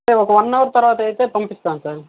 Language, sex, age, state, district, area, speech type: Telugu, male, 18-30, Andhra Pradesh, Guntur, urban, conversation